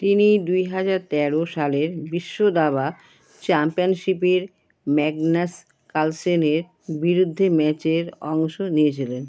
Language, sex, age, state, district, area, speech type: Bengali, female, 45-60, West Bengal, Alipurduar, rural, read